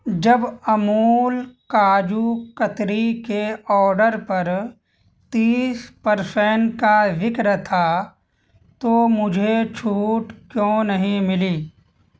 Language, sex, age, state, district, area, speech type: Urdu, male, 18-30, Bihar, Purnia, rural, read